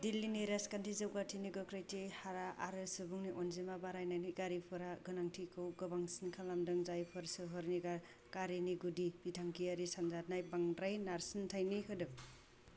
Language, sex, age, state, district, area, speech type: Bodo, female, 18-30, Assam, Kokrajhar, rural, read